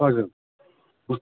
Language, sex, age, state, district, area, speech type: Nepali, male, 60+, West Bengal, Kalimpong, rural, conversation